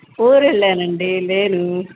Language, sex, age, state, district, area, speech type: Telugu, female, 45-60, Andhra Pradesh, N T Rama Rao, urban, conversation